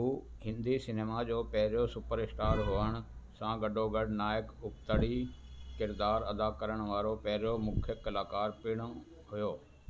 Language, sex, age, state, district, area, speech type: Sindhi, male, 60+, Delhi, South Delhi, urban, read